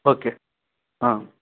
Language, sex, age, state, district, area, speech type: Kannada, male, 30-45, Karnataka, Raichur, rural, conversation